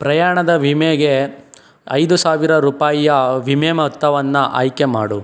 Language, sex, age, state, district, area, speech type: Kannada, male, 18-30, Karnataka, Chikkaballapur, urban, read